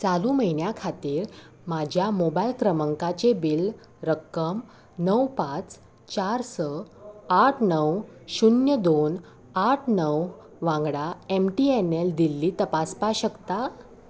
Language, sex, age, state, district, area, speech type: Goan Konkani, female, 18-30, Goa, Salcete, urban, read